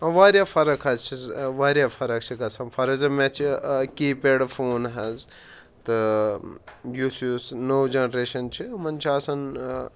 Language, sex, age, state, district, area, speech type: Kashmiri, male, 18-30, Jammu and Kashmir, Shopian, rural, spontaneous